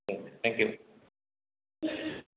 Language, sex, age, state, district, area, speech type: Bodo, male, 45-60, Assam, Kokrajhar, rural, conversation